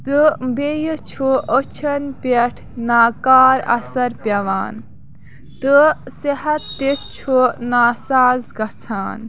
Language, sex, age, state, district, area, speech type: Kashmiri, female, 18-30, Jammu and Kashmir, Kulgam, rural, spontaneous